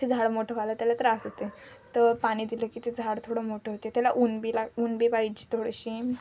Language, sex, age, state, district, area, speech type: Marathi, female, 18-30, Maharashtra, Wardha, rural, spontaneous